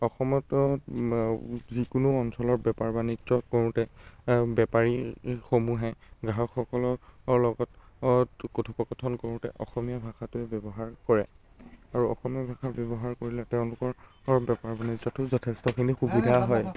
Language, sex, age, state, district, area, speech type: Assamese, male, 30-45, Assam, Biswanath, rural, spontaneous